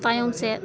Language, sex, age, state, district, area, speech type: Santali, female, 18-30, West Bengal, Birbhum, rural, read